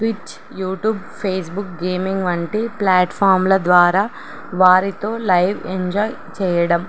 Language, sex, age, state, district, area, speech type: Telugu, female, 18-30, Telangana, Nizamabad, urban, spontaneous